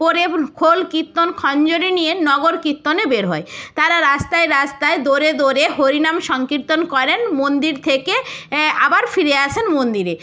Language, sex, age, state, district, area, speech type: Bengali, female, 60+, West Bengal, Nadia, rural, spontaneous